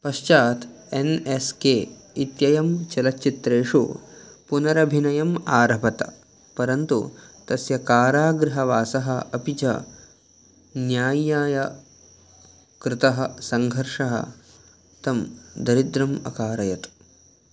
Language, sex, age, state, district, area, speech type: Sanskrit, male, 18-30, Karnataka, Dakshina Kannada, rural, read